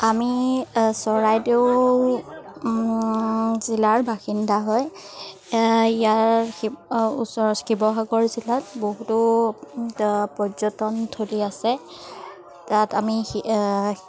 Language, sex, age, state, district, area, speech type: Assamese, female, 30-45, Assam, Charaideo, urban, spontaneous